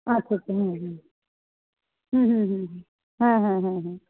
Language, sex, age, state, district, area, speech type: Bengali, female, 60+, West Bengal, Nadia, rural, conversation